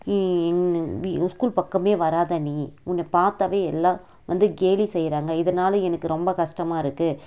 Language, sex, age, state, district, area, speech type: Tamil, female, 30-45, Tamil Nadu, Dharmapuri, rural, spontaneous